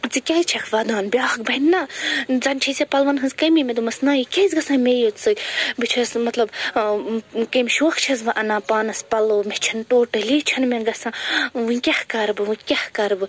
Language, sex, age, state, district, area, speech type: Kashmiri, female, 18-30, Jammu and Kashmir, Bandipora, rural, spontaneous